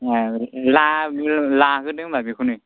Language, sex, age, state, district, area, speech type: Bodo, male, 18-30, Assam, Kokrajhar, rural, conversation